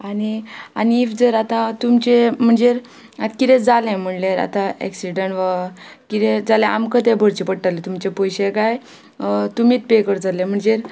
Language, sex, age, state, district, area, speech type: Goan Konkani, female, 18-30, Goa, Ponda, rural, spontaneous